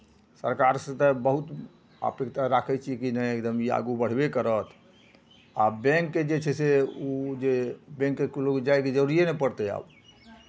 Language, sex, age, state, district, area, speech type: Maithili, male, 60+, Bihar, Araria, rural, spontaneous